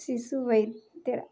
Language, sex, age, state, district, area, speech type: Kannada, female, 30-45, Karnataka, Koppal, urban, spontaneous